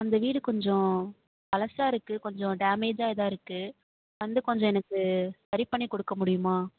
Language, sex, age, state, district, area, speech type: Tamil, female, 18-30, Tamil Nadu, Mayiladuthurai, urban, conversation